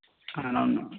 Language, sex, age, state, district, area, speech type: Telugu, male, 18-30, Telangana, Medchal, urban, conversation